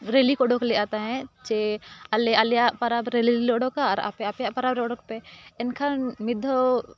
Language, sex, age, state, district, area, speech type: Santali, female, 18-30, Jharkhand, Bokaro, rural, spontaneous